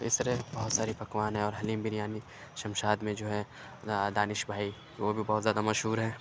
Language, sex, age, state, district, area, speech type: Urdu, male, 45-60, Uttar Pradesh, Aligarh, rural, spontaneous